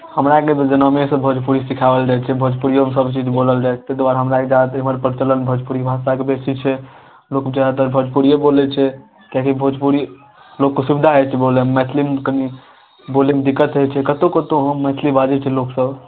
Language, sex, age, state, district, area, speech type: Maithili, male, 18-30, Bihar, Darbhanga, rural, conversation